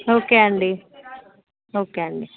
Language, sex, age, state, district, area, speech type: Telugu, female, 18-30, Telangana, Jayashankar, rural, conversation